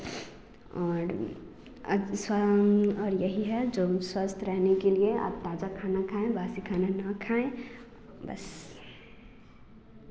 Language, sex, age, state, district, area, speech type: Hindi, female, 18-30, Bihar, Samastipur, rural, spontaneous